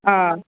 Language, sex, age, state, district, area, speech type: Tamil, female, 30-45, Tamil Nadu, Chennai, urban, conversation